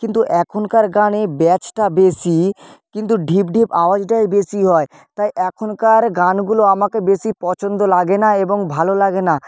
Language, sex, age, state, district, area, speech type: Bengali, male, 30-45, West Bengal, Nadia, rural, spontaneous